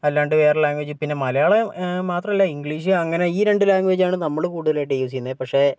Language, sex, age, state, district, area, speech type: Malayalam, male, 18-30, Kerala, Wayanad, rural, spontaneous